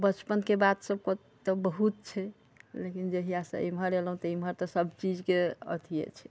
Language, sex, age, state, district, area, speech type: Maithili, female, 60+, Bihar, Sitamarhi, rural, spontaneous